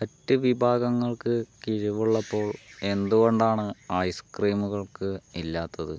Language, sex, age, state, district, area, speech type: Malayalam, male, 45-60, Kerala, Palakkad, urban, read